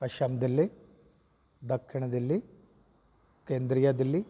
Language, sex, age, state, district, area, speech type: Sindhi, male, 30-45, Delhi, South Delhi, urban, spontaneous